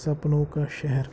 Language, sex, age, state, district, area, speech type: Kashmiri, male, 18-30, Jammu and Kashmir, Pulwama, rural, spontaneous